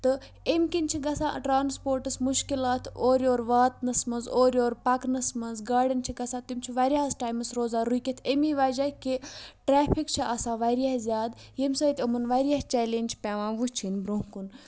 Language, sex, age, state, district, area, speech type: Kashmiri, male, 18-30, Jammu and Kashmir, Bandipora, rural, spontaneous